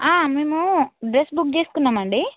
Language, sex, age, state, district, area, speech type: Telugu, female, 30-45, Telangana, Hanamkonda, rural, conversation